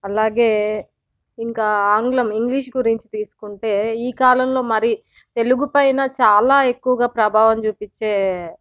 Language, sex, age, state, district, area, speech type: Telugu, female, 30-45, Andhra Pradesh, Palnadu, urban, spontaneous